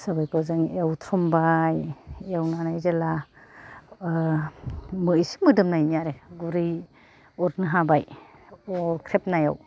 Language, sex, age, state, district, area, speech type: Bodo, female, 60+, Assam, Kokrajhar, urban, spontaneous